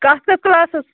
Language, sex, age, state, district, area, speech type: Kashmiri, female, 30-45, Jammu and Kashmir, Shopian, rural, conversation